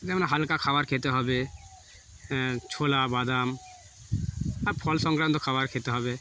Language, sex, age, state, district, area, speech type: Bengali, male, 30-45, West Bengal, Darjeeling, urban, spontaneous